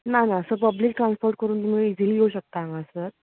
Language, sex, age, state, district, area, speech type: Goan Konkani, female, 18-30, Goa, Bardez, urban, conversation